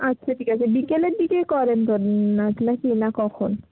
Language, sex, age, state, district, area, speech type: Bengali, female, 30-45, West Bengal, Bankura, urban, conversation